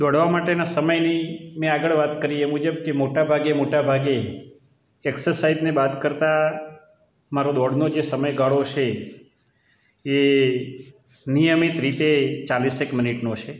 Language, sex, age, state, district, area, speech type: Gujarati, male, 45-60, Gujarat, Amreli, rural, spontaneous